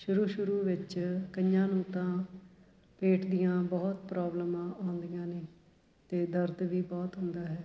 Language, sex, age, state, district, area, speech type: Punjabi, female, 45-60, Punjab, Fatehgarh Sahib, urban, spontaneous